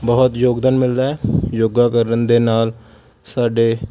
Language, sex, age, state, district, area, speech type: Punjabi, male, 18-30, Punjab, Hoshiarpur, rural, spontaneous